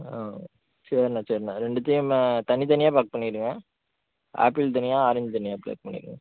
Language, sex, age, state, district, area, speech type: Tamil, male, 18-30, Tamil Nadu, Nagapattinam, rural, conversation